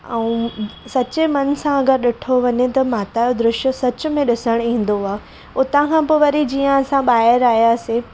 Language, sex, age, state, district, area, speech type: Sindhi, female, 18-30, Maharashtra, Mumbai Suburban, rural, spontaneous